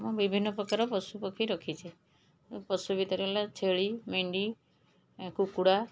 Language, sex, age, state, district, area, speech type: Odia, female, 45-60, Odisha, Puri, urban, spontaneous